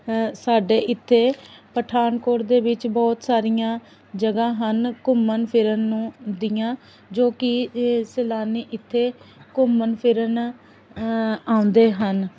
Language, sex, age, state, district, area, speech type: Punjabi, female, 30-45, Punjab, Pathankot, rural, spontaneous